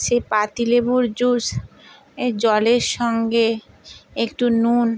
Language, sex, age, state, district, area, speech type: Bengali, female, 45-60, West Bengal, Purba Medinipur, rural, spontaneous